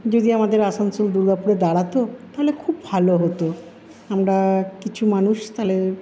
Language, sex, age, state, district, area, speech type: Bengali, female, 45-60, West Bengal, Paschim Bardhaman, urban, spontaneous